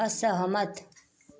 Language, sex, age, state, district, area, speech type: Hindi, female, 18-30, Uttar Pradesh, Azamgarh, rural, read